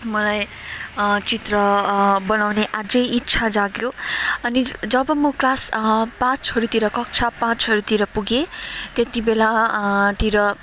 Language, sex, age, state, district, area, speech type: Nepali, female, 30-45, West Bengal, Kalimpong, rural, spontaneous